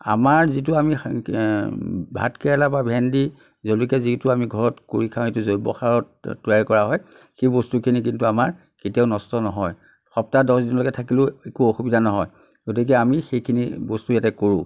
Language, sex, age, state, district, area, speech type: Assamese, male, 60+, Assam, Nagaon, rural, spontaneous